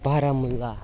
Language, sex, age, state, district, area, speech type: Kashmiri, male, 18-30, Jammu and Kashmir, Baramulla, rural, spontaneous